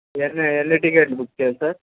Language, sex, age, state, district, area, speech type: Telugu, male, 30-45, Andhra Pradesh, Anantapur, rural, conversation